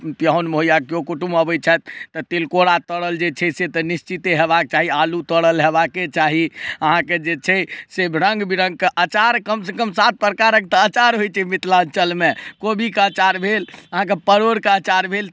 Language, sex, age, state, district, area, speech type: Maithili, male, 18-30, Bihar, Madhubani, rural, spontaneous